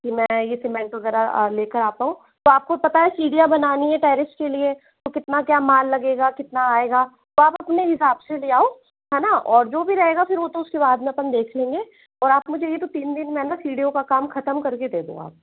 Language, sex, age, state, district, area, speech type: Hindi, female, 45-60, Rajasthan, Jaipur, urban, conversation